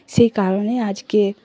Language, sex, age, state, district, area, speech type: Bengali, female, 45-60, West Bengal, Nadia, rural, spontaneous